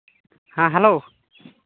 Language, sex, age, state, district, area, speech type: Santali, male, 18-30, West Bengal, Malda, rural, conversation